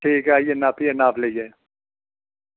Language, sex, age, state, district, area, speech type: Dogri, male, 60+, Jammu and Kashmir, Udhampur, rural, conversation